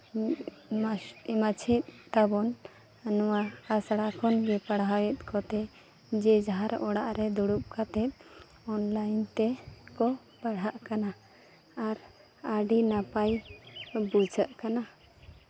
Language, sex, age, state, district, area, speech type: Santali, female, 30-45, Jharkhand, Seraikela Kharsawan, rural, spontaneous